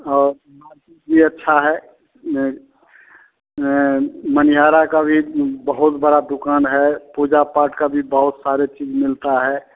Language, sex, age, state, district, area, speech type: Hindi, male, 60+, Bihar, Madhepura, urban, conversation